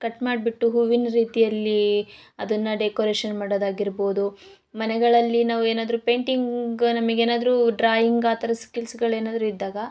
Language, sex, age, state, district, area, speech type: Kannada, female, 18-30, Karnataka, Chikkamagaluru, rural, spontaneous